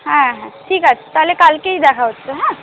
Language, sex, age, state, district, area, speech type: Bengali, female, 60+, West Bengal, Purulia, urban, conversation